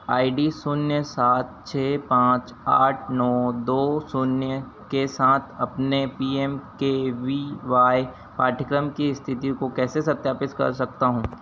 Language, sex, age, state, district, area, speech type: Hindi, male, 30-45, Madhya Pradesh, Harda, urban, read